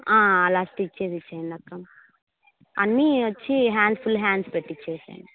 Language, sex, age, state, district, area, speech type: Telugu, female, 18-30, Andhra Pradesh, Kadapa, urban, conversation